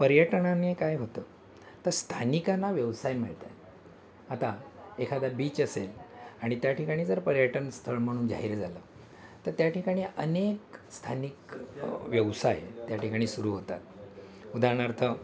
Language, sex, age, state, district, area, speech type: Marathi, male, 60+, Maharashtra, Thane, rural, spontaneous